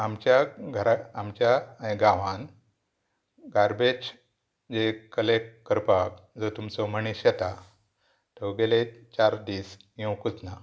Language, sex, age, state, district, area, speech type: Goan Konkani, male, 60+, Goa, Pernem, rural, spontaneous